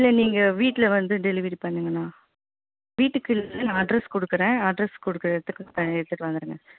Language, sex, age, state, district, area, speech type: Tamil, female, 18-30, Tamil Nadu, Tiruvannamalai, rural, conversation